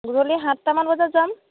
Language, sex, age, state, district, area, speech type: Assamese, female, 30-45, Assam, Dhemaji, rural, conversation